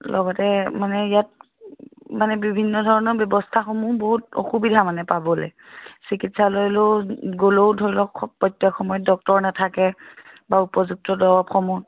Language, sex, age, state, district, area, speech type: Assamese, female, 30-45, Assam, Majuli, rural, conversation